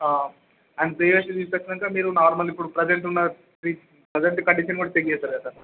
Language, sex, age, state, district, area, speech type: Telugu, male, 30-45, Andhra Pradesh, Srikakulam, urban, conversation